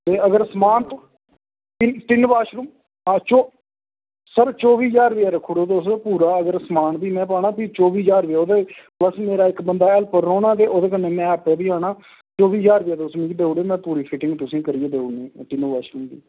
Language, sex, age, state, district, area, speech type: Dogri, male, 30-45, Jammu and Kashmir, Reasi, urban, conversation